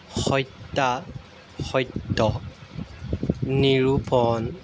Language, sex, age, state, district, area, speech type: Assamese, male, 18-30, Assam, Jorhat, urban, read